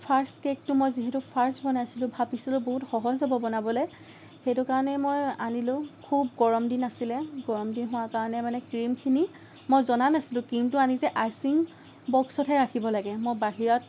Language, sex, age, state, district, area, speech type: Assamese, female, 18-30, Assam, Lakhimpur, rural, spontaneous